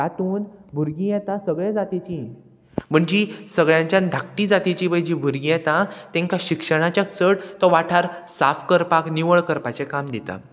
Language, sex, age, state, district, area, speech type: Goan Konkani, male, 18-30, Goa, Murmgao, rural, spontaneous